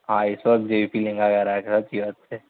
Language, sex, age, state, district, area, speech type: Gujarati, male, 18-30, Gujarat, Kutch, rural, conversation